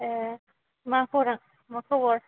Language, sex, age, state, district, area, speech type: Bodo, female, 18-30, Assam, Kokrajhar, rural, conversation